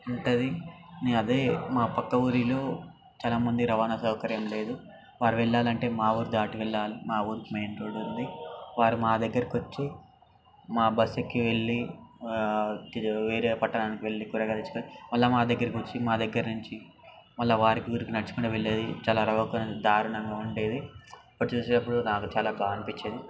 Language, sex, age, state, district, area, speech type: Telugu, male, 18-30, Telangana, Medchal, urban, spontaneous